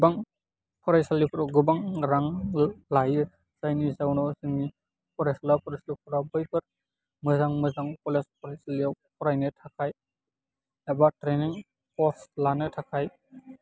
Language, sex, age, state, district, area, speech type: Bodo, male, 18-30, Assam, Baksa, rural, spontaneous